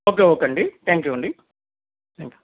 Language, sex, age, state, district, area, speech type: Telugu, male, 30-45, Andhra Pradesh, Nellore, urban, conversation